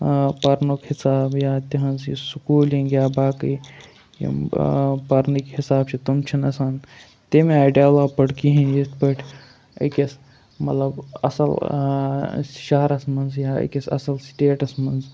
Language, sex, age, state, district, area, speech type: Kashmiri, male, 18-30, Jammu and Kashmir, Ganderbal, rural, spontaneous